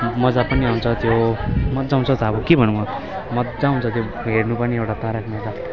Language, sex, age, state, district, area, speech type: Nepali, male, 18-30, West Bengal, Kalimpong, rural, spontaneous